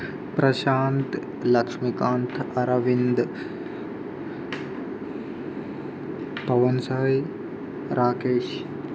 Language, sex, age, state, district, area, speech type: Telugu, male, 18-30, Telangana, Khammam, rural, spontaneous